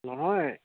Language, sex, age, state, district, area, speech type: Assamese, male, 18-30, Assam, Golaghat, rural, conversation